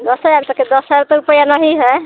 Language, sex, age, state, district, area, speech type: Hindi, female, 60+, Bihar, Vaishali, rural, conversation